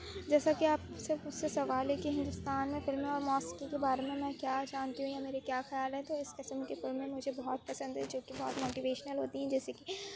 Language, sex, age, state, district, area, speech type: Urdu, female, 18-30, Uttar Pradesh, Aligarh, urban, spontaneous